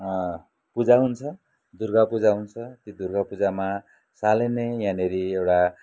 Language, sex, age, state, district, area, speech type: Nepali, male, 60+, West Bengal, Kalimpong, rural, spontaneous